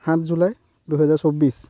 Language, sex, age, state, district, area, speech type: Assamese, male, 18-30, Assam, Sivasagar, rural, spontaneous